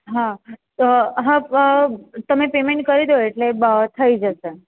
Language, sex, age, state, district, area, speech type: Gujarati, female, 18-30, Gujarat, Valsad, urban, conversation